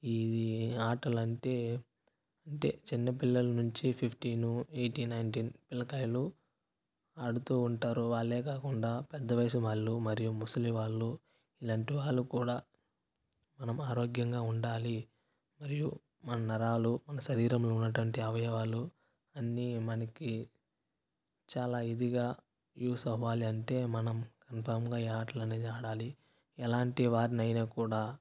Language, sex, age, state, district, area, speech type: Telugu, male, 18-30, Andhra Pradesh, Sri Balaji, rural, spontaneous